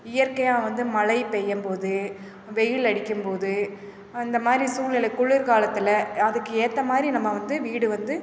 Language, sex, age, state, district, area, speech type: Tamil, female, 30-45, Tamil Nadu, Perambalur, rural, spontaneous